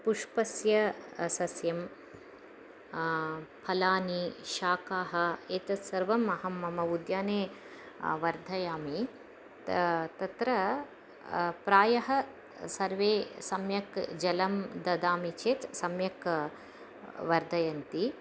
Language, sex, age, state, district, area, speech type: Sanskrit, female, 45-60, Karnataka, Chamarajanagar, rural, spontaneous